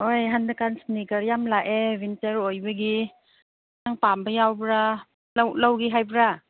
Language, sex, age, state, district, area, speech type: Manipuri, female, 45-60, Manipur, Chandel, rural, conversation